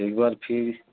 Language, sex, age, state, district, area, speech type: Urdu, male, 18-30, Bihar, Supaul, rural, conversation